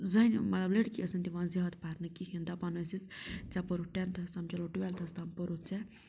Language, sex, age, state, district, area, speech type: Kashmiri, other, 30-45, Jammu and Kashmir, Budgam, rural, spontaneous